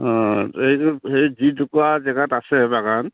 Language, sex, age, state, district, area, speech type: Assamese, male, 45-60, Assam, Charaideo, rural, conversation